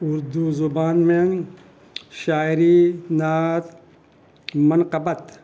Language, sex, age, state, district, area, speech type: Urdu, male, 60+, Bihar, Gaya, rural, spontaneous